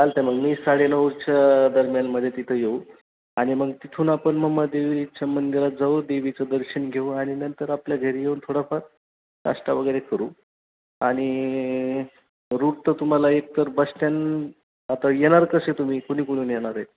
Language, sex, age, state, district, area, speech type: Marathi, male, 30-45, Maharashtra, Jalna, rural, conversation